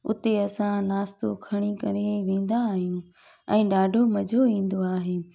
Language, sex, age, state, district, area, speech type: Sindhi, female, 30-45, Gujarat, Junagadh, rural, spontaneous